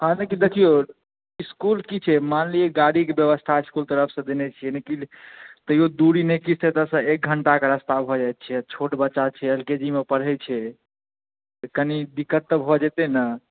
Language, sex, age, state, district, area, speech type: Maithili, male, 18-30, Bihar, Darbhanga, rural, conversation